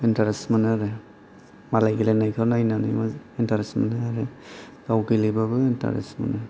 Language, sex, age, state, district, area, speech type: Bodo, male, 30-45, Assam, Kokrajhar, rural, spontaneous